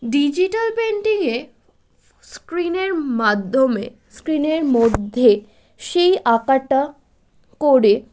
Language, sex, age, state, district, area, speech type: Bengali, female, 18-30, West Bengal, Malda, rural, spontaneous